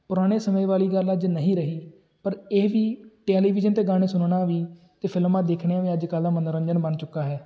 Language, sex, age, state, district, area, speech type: Punjabi, male, 18-30, Punjab, Tarn Taran, urban, spontaneous